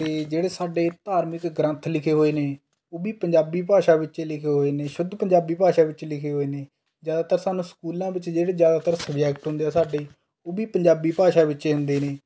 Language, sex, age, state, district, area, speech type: Punjabi, male, 18-30, Punjab, Rupnagar, rural, spontaneous